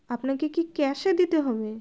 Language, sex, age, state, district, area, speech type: Bengali, female, 45-60, West Bengal, Jalpaiguri, rural, spontaneous